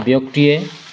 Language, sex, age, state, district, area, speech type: Assamese, male, 30-45, Assam, Sivasagar, rural, spontaneous